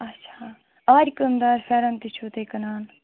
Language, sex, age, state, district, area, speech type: Kashmiri, female, 18-30, Jammu and Kashmir, Ganderbal, rural, conversation